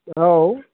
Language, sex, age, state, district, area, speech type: Bodo, male, 45-60, Assam, Kokrajhar, rural, conversation